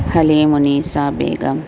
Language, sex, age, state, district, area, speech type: Urdu, female, 18-30, Telangana, Hyderabad, urban, spontaneous